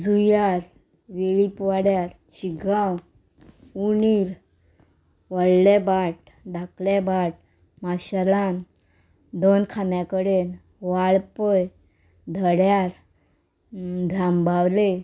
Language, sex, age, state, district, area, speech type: Goan Konkani, female, 45-60, Goa, Murmgao, urban, spontaneous